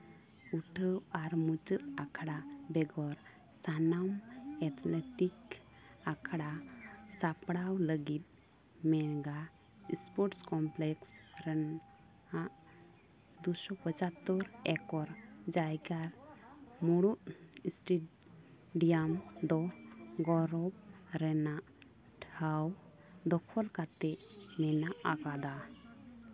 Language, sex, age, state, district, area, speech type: Santali, female, 18-30, West Bengal, Malda, rural, read